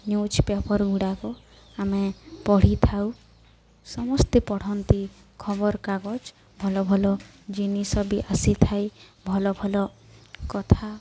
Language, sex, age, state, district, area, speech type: Odia, female, 18-30, Odisha, Nuapada, urban, spontaneous